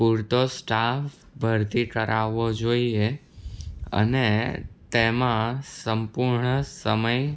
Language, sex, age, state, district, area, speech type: Gujarati, male, 18-30, Gujarat, Anand, rural, spontaneous